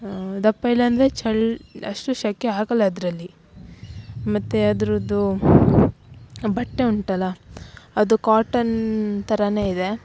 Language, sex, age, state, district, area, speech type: Kannada, female, 30-45, Karnataka, Udupi, rural, spontaneous